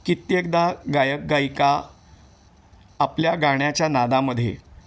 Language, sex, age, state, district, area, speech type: Marathi, male, 60+, Maharashtra, Thane, urban, spontaneous